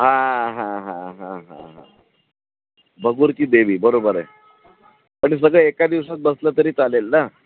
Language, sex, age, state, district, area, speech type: Marathi, male, 60+, Maharashtra, Nashik, urban, conversation